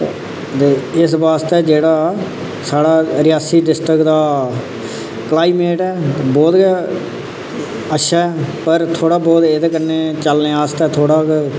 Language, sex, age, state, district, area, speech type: Dogri, male, 30-45, Jammu and Kashmir, Reasi, rural, spontaneous